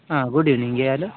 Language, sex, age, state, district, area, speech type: Kannada, male, 18-30, Karnataka, Chitradurga, rural, conversation